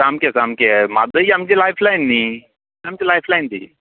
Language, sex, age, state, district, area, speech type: Goan Konkani, male, 45-60, Goa, Canacona, rural, conversation